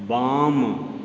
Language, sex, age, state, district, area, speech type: Maithili, male, 45-60, Bihar, Supaul, urban, read